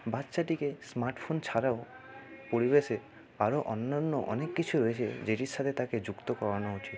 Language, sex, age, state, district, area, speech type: Bengali, male, 30-45, West Bengal, Purba Bardhaman, urban, spontaneous